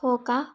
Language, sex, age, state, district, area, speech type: Marathi, female, 18-30, Maharashtra, Sangli, urban, spontaneous